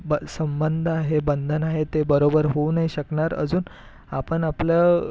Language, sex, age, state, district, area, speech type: Marathi, male, 18-30, Maharashtra, Nagpur, urban, spontaneous